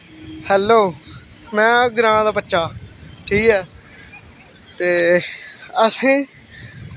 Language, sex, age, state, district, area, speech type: Dogri, male, 18-30, Jammu and Kashmir, Samba, rural, spontaneous